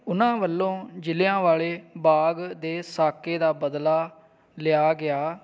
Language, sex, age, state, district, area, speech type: Punjabi, male, 30-45, Punjab, Kapurthala, rural, spontaneous